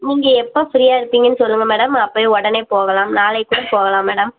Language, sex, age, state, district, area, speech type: Tamil, female, 18-30, Tamil Nadu, Virudhunagar, rural, conversation